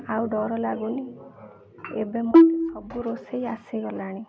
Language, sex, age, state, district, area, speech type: Odia, female, 18-30, Odisha, Ganjam, urban, spontaneous